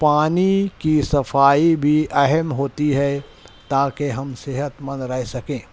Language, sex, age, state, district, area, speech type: Urdu, male, 30-45, Maharashtra, Nashik, urban, spontaneous